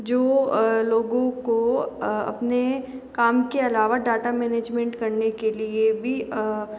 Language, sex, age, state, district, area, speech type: Hindi, female, 60+, Rajasthan, Jaipur, urban, spontaneous